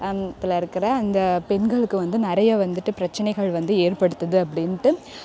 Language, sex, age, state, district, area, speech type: Tamil, female, 18-30, Tamil Nadu, Perambalur, rural, spontaneous